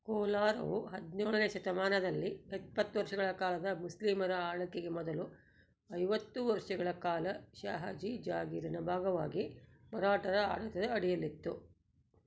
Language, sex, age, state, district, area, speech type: Kannada, female, 60+, Karnataka, Shimoga, rural, read